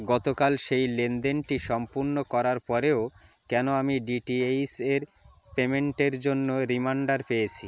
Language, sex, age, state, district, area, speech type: Bengali, male, 45-60, West Bengal, Jalpaiguri, rural, read